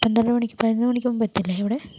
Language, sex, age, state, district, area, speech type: Malayalam, female, 30-45, Kerala, Palakkad, rural, spontaneous